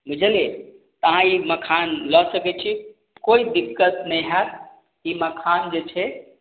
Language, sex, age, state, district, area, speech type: Maithili, male, 18-30, Bihar, Madhubani, rural, conversation